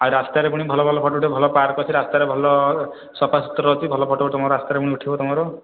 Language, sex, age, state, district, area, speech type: Odia, male, 18-30, Odisha, Khordha, rural, conversation